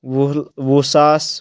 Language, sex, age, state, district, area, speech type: Kashmiri, male, 18-30, Jammu and Kashmir, Anantnag, rural, spontaneous